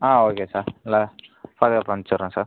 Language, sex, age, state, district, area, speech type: Tamil, male, 18-30, Tamil Nadu, Pudukkottai, rural, conversation